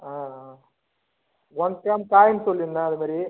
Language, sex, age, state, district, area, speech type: Tamil, male, 30-45, Tamil Nadu, Cuddalore, rural, conversation